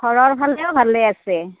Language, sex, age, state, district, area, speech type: Assamese, female, 45-60, Assam, Darrang, rural, conversation